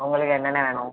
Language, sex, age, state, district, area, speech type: Tamil, male, 18-30, Tamil Nadu, Thoothukudi, rural, conversation